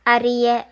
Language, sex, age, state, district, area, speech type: Tamil, female, 18-30, Tamil Nadu, Erode, rural, read